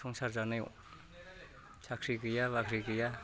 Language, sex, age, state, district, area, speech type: Bodo, male, 45-60, Assam, Kokrajhar, urban, spontaneous